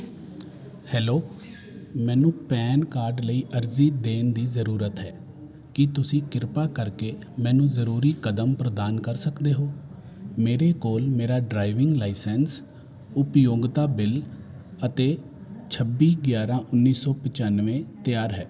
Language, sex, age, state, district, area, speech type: Punjabi, male, 30-45, Punjab, Jalandhar, urban, read